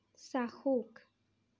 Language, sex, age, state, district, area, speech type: Assamese, female, 18-30, Assam, Sonitpur, rural, read